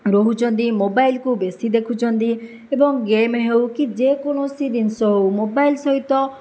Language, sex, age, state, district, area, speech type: Odia, female, 60+, Odisha, Jajpur, rural, spontaneous